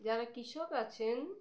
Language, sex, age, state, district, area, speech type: Bengali, female, 30-45, West Bengal, Birbhum, urban, spontaneous